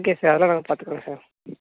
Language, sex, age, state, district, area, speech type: Tamil, male, 18-30, Tamil Nadu, Tiruvannamalai, rural, conversation